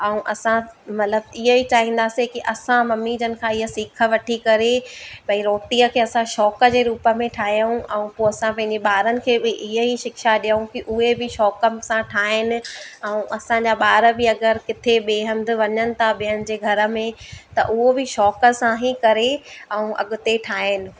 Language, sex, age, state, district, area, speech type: Sindhi, female, 30-45, Madhya Pradesh, Katni, urban, spontaneous